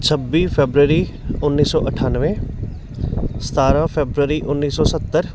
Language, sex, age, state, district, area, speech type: Punjabi, male, 18-30, Punjab, Patiala, urban, spontaneous